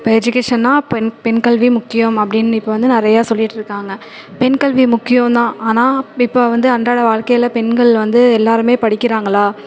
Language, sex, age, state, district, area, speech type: Tamil, female, 18-30, Tamil Nadu, Thanjavur, urban, spontaneous